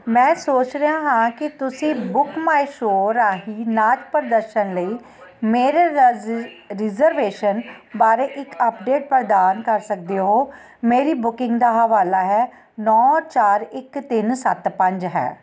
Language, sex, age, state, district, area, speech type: Punjabi, female, 45-60, Punjab, Ludhiana, urban, read